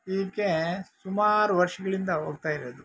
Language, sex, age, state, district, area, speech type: Kannada, male, 45-60, Karnataka, Bangalore Rural, rural, spontaneous